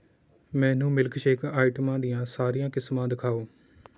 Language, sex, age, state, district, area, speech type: Punjabi, male, 30-45, Punjab, Rupnagar, rural, read